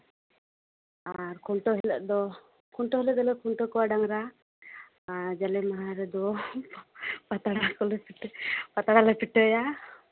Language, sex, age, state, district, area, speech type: Santali, female, 18-30, West Bengal, Paschim Bardhaman, rural, conversation